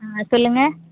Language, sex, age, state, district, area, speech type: Tamil, female, 18-30, Tamil Nadu, Kallakurichi, rural, conversation